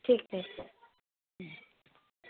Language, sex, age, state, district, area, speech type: Bengali, female, 60+, West Bengal, Dakshin Dinajpur, rural, conversation